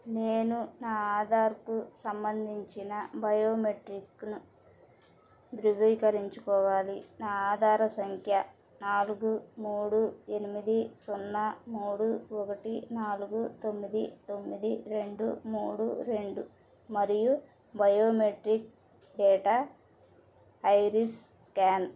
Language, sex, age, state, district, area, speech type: Telugu, female, 30-45, Andhra Pradesh, Bapatla, rural, read